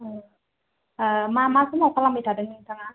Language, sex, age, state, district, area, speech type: Bodo, female, 18-30, Assam, Kokrajhar, rural, conversation